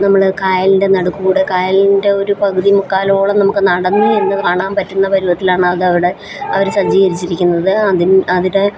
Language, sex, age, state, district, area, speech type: Malayalam, female, 30-45, Kerala, Alappuzha, rural, spontaneous